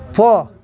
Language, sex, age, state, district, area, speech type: Tamil, male, 60+, Tamil Nadu, Tiruvannamalai, rural, read